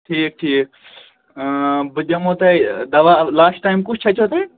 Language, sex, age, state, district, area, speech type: Kashmiri, male, 18-30, Jammu and Kashmir, Bandipora, rural, conversation